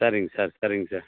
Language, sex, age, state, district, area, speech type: Tamil, male, 45-60, Tamil Nadu, Viluppuram, rural, conversation